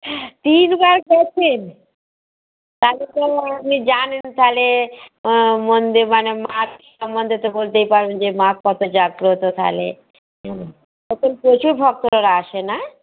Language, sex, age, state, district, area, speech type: Bengali, female, 60+, West Bengal, Dakshin Dinajpur, rural, conversation